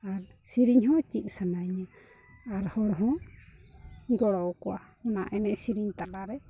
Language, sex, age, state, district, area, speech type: Santali, female, 30-45, Jharkhand, Pakur, rural, spontaneous